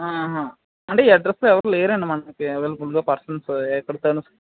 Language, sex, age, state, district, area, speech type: Telugu, male, 30-45, Andhra Pradesh, Anakapalli, rural, conversation